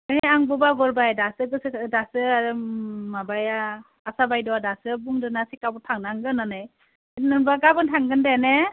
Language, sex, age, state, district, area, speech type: Bodo, female, 18-30, Assam, Udalguri, urban, conversation